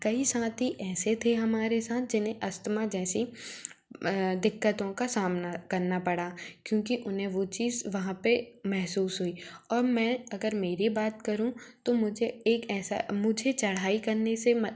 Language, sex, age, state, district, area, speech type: Hindi, female, 30-45, Madhya Pradesh, Bhopal, urban, spontaneous